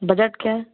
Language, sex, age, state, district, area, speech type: Hindi, female, 18-30, Uttar Pradesh, Jaunpur, rural, conversation